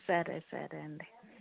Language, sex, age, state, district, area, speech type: Telugu, female, 60+, Andhra Pradesh, Alluri Sitarama Raju, rural, conversation